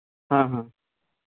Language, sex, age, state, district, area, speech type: Hindi, male, 18-30, Uttar Pradesh, Chandauli, rural, conversation